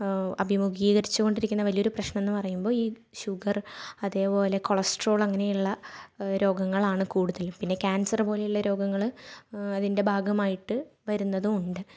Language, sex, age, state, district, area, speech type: Malayalam, female, 18-30, Kerala, Thrissur, urban, spontaneous